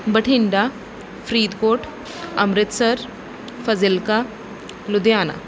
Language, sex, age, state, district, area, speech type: Punjabi, female, 30-45, Punjab, Bathinda, urban, spontaneous